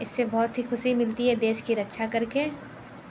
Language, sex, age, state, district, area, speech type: Hindi, female, 30-45, Uttar Pradesh, Sonbhadra, rural, spontaneous